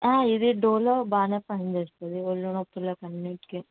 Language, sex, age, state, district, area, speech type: Telugu, female, 18-30, Andhra Pradesh, Krishna, urban, conversation